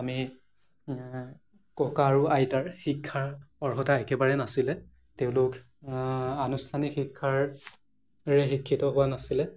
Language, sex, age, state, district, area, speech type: Assamese, male, 18-30, Assam, Morigaon, rural, spontaneous